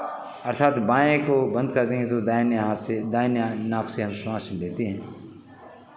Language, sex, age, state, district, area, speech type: Hindi, male, 45-60, Bihar, Vaishali, urban, spontaneous